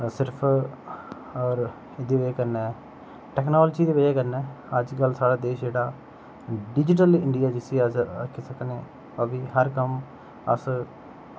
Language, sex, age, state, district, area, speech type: Dogri, male, 30-45, Jammu and Kashmir, Udhampur, rural, spontaneous